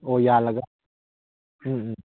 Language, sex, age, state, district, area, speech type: Manipuri, male, 18-30, Manipur, Kakching, rural, conversation